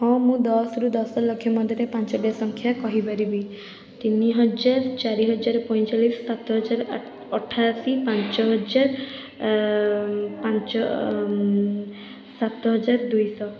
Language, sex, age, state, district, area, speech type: Odia, female, 18-30, Odisha, Puri, urban, spontaneous